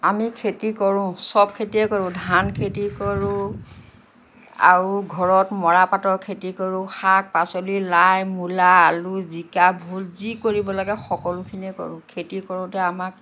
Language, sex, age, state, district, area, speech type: Assamese, female, 60+, Assam, Lakhimpur, rural, spontaneous